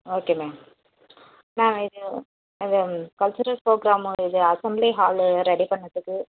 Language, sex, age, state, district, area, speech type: Tamil, female, 18-30, Tamil Nadu, Tiruvallur, urban, conversation